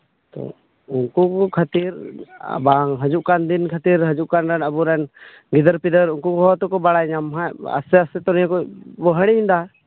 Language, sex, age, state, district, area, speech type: Santali, male, 18-30, West Bengal, Birbhum, rural, conversation